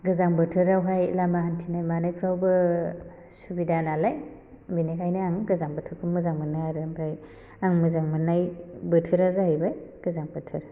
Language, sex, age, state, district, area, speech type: Bodo, female, 30-45, Assam, Chirang, rural, spontaneous